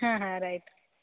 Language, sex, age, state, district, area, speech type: Kannada, female, 18-30, Karnataka, Gulbarga, urban, conversation